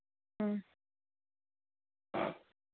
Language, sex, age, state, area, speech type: Manipuri, female, 30-45, Manipur, urban, conversation